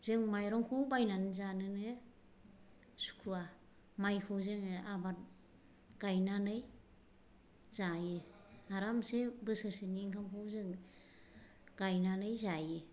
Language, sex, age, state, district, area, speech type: Bodo, female, 45-60, Assam, Kokrajhar, rural, spontaneous